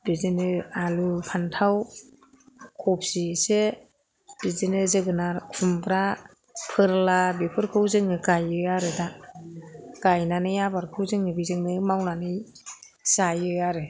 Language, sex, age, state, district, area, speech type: Bodo, female, 60+, Assam, Kokrajhar, rural, spontaneous